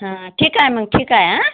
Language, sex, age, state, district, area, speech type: Marathi, female, 45-60, Maharashtra, Washim, rural, conversation